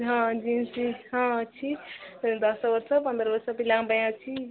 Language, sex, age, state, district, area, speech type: Odia, female, 18-30, Odisha, Jagatsinghpur, rural, conversation